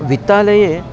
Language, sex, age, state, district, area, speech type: Sanskrit, male, 30-45, Karnataka, Bangalore Urban, urban, spontaneous